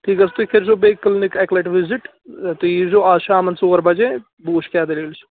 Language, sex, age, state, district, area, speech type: Kashmiri, male, 18-30, Jammu and Kashmir, Baramulla, rural, conversation